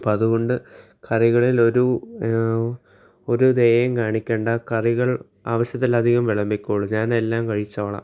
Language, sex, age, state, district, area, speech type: Malayalam, male, 18-30, Kerala, Alappuzha, rural, spontaneous